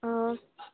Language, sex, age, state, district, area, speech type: Assamese, female, 18-30, Assam, Kamrup Metropolitan, urban, conversation